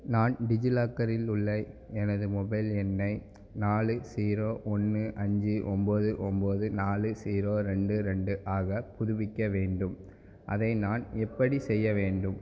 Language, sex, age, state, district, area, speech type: Tamil, male, 18-30, Tamil Nadu, Tirunelveli, rural, read